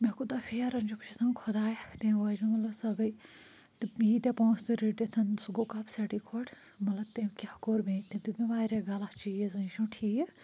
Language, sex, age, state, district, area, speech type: Kashmiri, female, 30-45, Jammu and Kashmir, Kulgam, rural, spontaneous